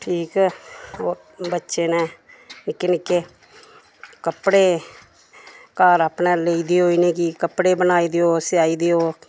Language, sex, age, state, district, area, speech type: Dogri, female, 60+, Jammu and Kashmir, Samba, rural, spontaneous